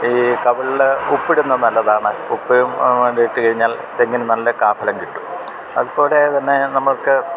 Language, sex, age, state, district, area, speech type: Malayalam, male, 60+, Kerala, Idukki, rural, spontaneous